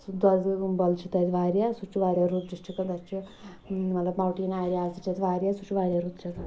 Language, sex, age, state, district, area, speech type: Kashmiri, female, 18-30, Jammu and Kashmir, Kulgam, rural, spontaneous